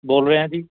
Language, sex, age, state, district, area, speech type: Punjabi, male, 45-60, Punjab, Barnala, urban, conversation